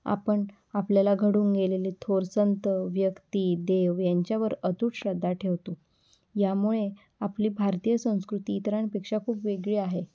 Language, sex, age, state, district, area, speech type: Marathi, female, 18-30, Maharashtra, Nashik, urban, spontaneous